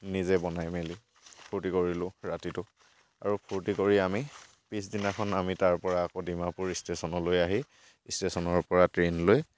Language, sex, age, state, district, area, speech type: Assamese, male, 45-60, Assam, Charaideo, rural, spontaneous